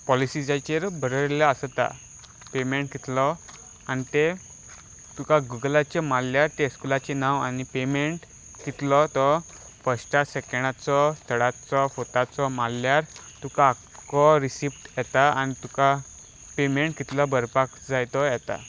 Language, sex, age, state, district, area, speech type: Goan Konkani, male, 18-30, Goa, Salcete, rural, spontaneous